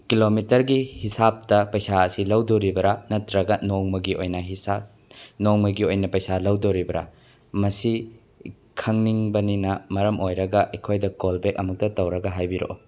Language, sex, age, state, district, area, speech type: Manipuri, male, 18-30, Manipur, Bishnupur, rural, spontaneous